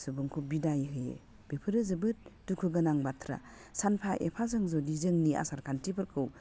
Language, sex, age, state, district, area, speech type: Bodo, female, 45-60, Assam, Udalguri, urban, spontaneous